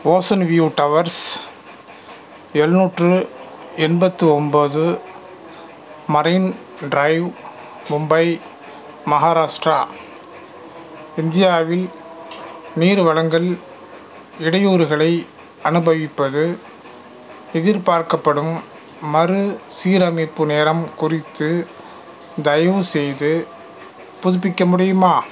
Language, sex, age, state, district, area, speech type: Tamil, male, 45-60, Tamil Nadu, Salem, rural, read